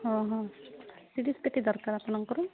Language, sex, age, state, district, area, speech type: Odia, female, 30-45, Odisha, Malkangiri, urban, conversation